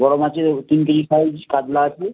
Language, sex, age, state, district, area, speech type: Bengali, male, 30-45, West Bengal, Howrah, urban, conversation